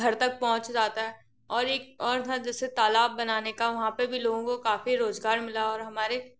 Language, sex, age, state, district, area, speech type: Hindi, female, 18-30, Madhya Pradesh, Gwalior, rural, spontaneous